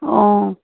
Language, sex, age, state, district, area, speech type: Assamese, female, 60+, Assam, Dhemaji, rural, conversation